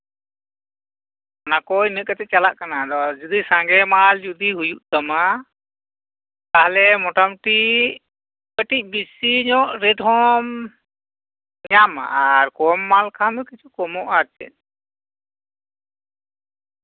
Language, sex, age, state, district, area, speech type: Santali, male, 45-60, West Bengal, Bankura, rural, conversation